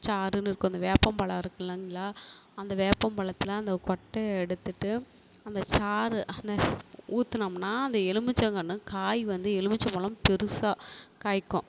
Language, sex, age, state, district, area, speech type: Tamil, female, 30-45, Tamil Nadu, Perambalur, rural, spontaneous